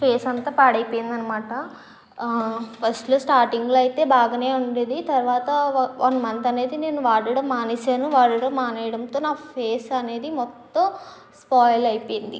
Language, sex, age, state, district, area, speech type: Telugu, female, 18-30, Andhra Pradesh, Kakinada, urban, spontaneous